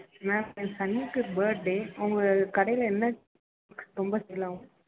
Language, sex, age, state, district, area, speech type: Tamil, female, 18-30, Tamil Nadu, Perambalur, rural, conversation